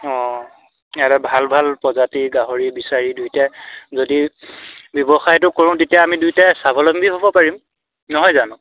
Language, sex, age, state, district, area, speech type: Assamese, male, 18-30, Assam, Dhemaji, rural, conversation